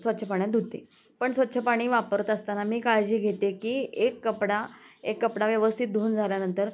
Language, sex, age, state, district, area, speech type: Marathi, female, 30-45, Maharashtra, Osmanabad, rural, spontaneous